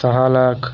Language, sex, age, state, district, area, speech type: Marathi, male, 30-45, Maharashtra, Nagpur, rural, spontaneous